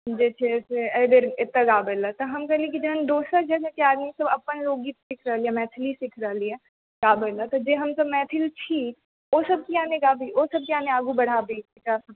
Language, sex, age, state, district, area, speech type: Maithili, female, 18-30, Bihar, Supaul, urban, conversation